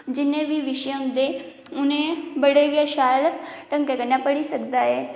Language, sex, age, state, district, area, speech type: Dogri, female, 18-30, Jammu and Kashmir, Kathua, rural, spontaneous